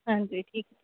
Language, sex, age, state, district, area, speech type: Punjabi, female, 18-30, Punjab, Shaheed Bhagat Singh Nagar, rural, conversation